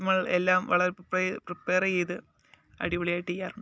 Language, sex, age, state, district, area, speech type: Malayalam, male, 18-30, Kerala, Alappuzha, rural, spontaneous